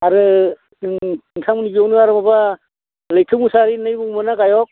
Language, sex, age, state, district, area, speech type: Bodo, male, 60+, Assam, Baksa, urban, conversation